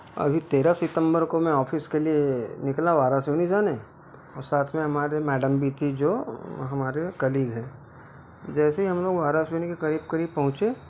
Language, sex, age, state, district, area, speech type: Hindi, male, 45-60, Madhya Pradesh, Balaghat, rural, spontaneous